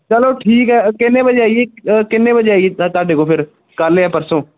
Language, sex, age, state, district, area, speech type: Punjabi, male, 18-30, Punjab, Gurdaspur, rural, conversation